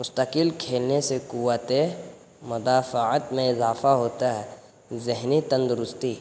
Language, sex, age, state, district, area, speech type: Urdu, male, 18-30, Bihar, Gaya, urban, spontaneous